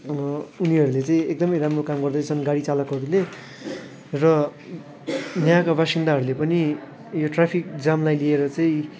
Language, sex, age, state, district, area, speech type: Nepali, male, 18-30, West Bengal, Darjeeling, rural, spontaneous